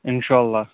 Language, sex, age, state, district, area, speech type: Kashmiri, male, 45-60, Jammu and Kashmir, Srinagar, urban, conversation